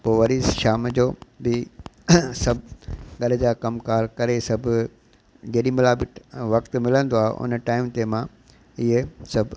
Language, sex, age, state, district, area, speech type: Sindhi, male, 60+, Gujarat, Kutch, urban, spontaneous